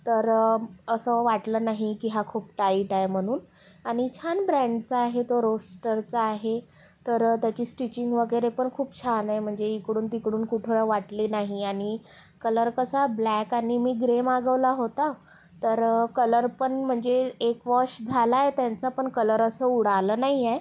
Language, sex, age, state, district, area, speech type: Marathi, female, 18-30, Maharashtra, Nagpur, urban, spontaneous